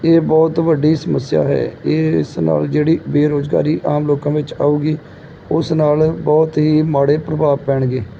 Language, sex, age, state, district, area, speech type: Punjabi, male, 30-45, Punjab, Gurdaspur, rural, spontaneous